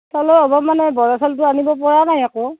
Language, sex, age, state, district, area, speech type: Assamese, female, 60+, Assam, Darrang, rural, conversation